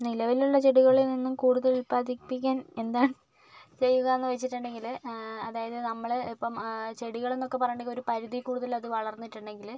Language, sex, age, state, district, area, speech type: Malayalam, female, 60+, Kerala, Kozhikode, urban, spontaneous